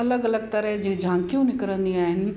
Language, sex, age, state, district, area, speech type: Sindhi, female, 45-60, Gujarat, Kutch, rural, spontaneous